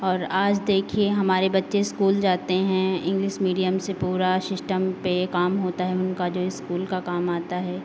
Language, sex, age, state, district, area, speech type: Hindi, female, 30-45, Uttar Pradesh, Lucknow, rural, spontaneous